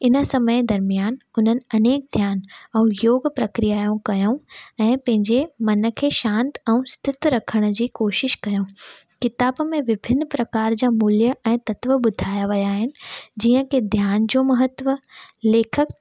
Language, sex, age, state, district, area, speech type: Sindhi, female, 18-30, Gujarat, Surat, urban, spontaneous